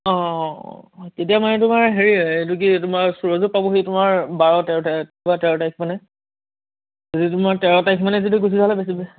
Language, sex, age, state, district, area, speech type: Assamese, male, 18-30, Assam, Biswanath, rural, conversation